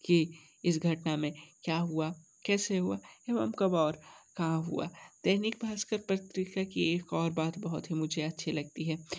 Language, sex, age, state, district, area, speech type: Hindi, male, 30-45, Uttar Pradesh, Sonbhadra, rural, spontaneous